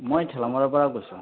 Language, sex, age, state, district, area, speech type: Assamese, male, 30-45, Assam, Sonitpur, rural, conversation